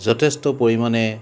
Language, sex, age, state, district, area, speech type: Assamese, male, 45-60, Assam, Sonitpur, urban, spontaneous